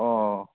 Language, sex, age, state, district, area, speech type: Assamese, male, 30-45, Assam, Charaideo, urban, conversation